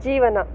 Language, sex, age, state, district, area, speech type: Kannada, female, 18-30, Karnataka, Chikkaballapur, rural, spontaneous